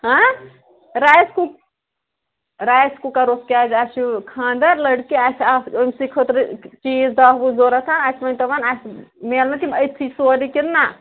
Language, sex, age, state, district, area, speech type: Kashmiri, male, 30-45, Jammu and Kashmir, Srinagar, urban, conversation